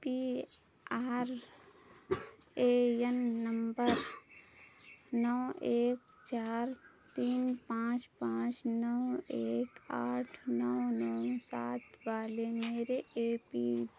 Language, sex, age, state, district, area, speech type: Hindi, female, 30-45, Uttar Pradesh, Chandauli, rural, read